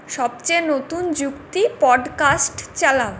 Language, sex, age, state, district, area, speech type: Bengali, female, 18-30, West Bengal, Purulia, rural, read